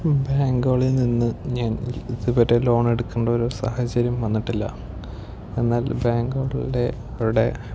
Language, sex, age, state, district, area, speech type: Malayalam, male, 18-30, Kerala, Palakkad, rural, spontaneous